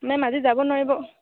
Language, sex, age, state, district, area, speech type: Assamese, female, 18-30, Assam, Tinsukia, urban, conversation